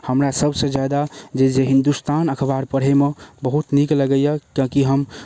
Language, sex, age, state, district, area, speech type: Maithili, male, 18-30, Bihar, Darbhanga, rural, spontaneous